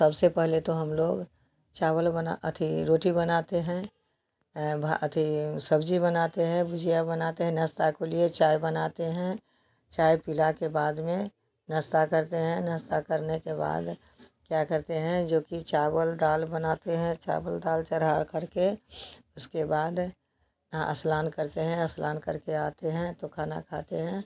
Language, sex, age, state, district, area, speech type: Hindi, female, 60+, Bihar, Samastipur, rural, spontaneous